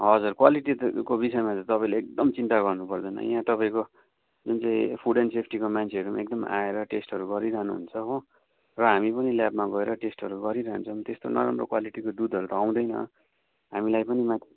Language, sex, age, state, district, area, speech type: Nepali, male, 45-60, West Bengal, Darjeeling, rural, conversation